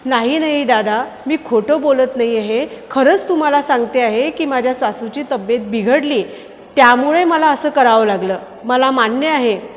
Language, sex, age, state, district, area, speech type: Marathi, female, 45-60, Maharashtra, Buldhana, urban, spontaneous